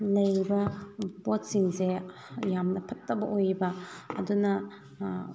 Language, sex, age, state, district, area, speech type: Manipuri, female, 30-45, Manipur, Thoubal, rural, spontaneous